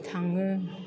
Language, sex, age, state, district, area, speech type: Bodo, female, 60+, Assam, Chirang, rural, spontaneous